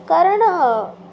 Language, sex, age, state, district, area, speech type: Marathi, female, 18-30, Maharashtra, Nanded, rural, spontaneous